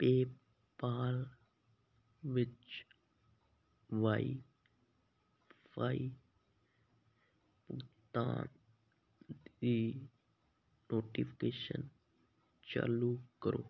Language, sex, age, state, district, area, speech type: Punjabi, male, 18-30, Punjab, Muktsar, urban, read